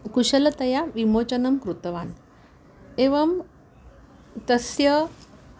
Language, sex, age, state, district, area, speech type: Sanskrit, female, 60+, Maharashtra, Wardha, urban, spontaneous